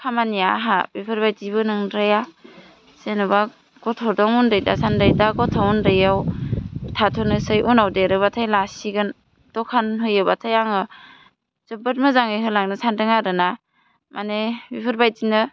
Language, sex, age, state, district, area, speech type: Bodo, female, 18-30, Assam, Baksa, rural, spontaneous